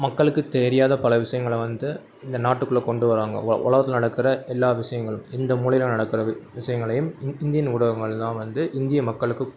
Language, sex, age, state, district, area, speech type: Tamil, male, 18-30, Tamil Nadu, Madurai, urban, spontaneous